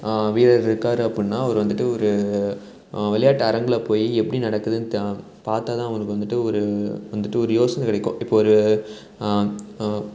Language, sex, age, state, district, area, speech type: Tamil, male, 18-30, Tamil Nadu, Salem, rural, spontaneous